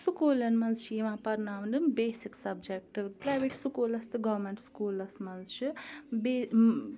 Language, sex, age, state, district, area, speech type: Kashmiri, female, 30-45, Jammu and Kashmir, Ganderbal, rural, spontaneous